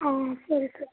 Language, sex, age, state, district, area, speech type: Kannada, female, 18-30, Karnataka, Chamarajanagar, rural, conversation